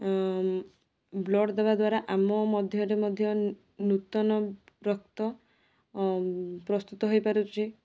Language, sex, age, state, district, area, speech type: Odia, female, 18-30, Odisha, Balasore, rural, spontaneous